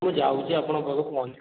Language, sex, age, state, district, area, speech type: Odia, male, 18-30, Odisha, Puri, urban, conversation